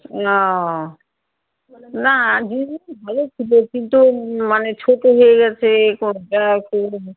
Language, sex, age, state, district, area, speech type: Bengali, female, 60+, West Bengal, Alipurduar, rural, conversation